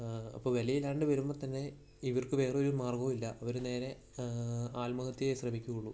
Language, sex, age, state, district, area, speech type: Malayalam, male, 18-30, Kerala, Idukki, rural, spontaneous